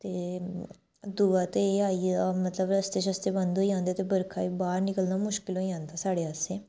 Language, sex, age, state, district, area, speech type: Dogri, female, 30-45, Jammu and Kashmir, Reasi, urban, spontaneous